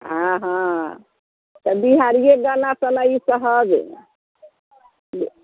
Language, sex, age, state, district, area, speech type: Maithili, female, 60+, Bihar, Muzaffarpur, rural, conversation